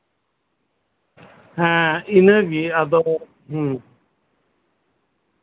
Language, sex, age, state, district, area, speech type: Santali, male, 45-60, West Bengal, Birbhum, rural, conversation